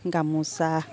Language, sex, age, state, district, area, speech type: Assamese, female, 30-45, Assam, Sivasagar, rural, spontaneous